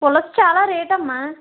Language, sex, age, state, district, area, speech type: Telugu, female, 18-30, Andhra Pradesh, West Godavari, rural, conversation